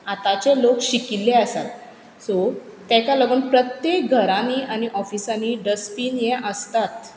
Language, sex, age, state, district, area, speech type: Goan Konkani, female, 30-45, Goa, Quepem, rural, spontaneous